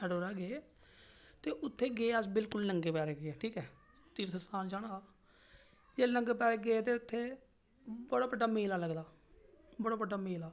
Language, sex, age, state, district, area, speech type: Dogri, male, 30-45, Jammu and Kashmir, Reasi, rural, spontaneous